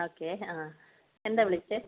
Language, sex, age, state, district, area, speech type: Malayalam, female, 30-45, Kerala, Kasaragod, rural, conversation